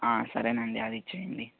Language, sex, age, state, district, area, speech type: Telugu, male, 30-45, Andhra Pradesh, N T Rama Rao, urban, conversation